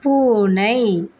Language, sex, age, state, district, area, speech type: Tamil, female, 30-45, Tamil Nadu, Perambalur, rural, read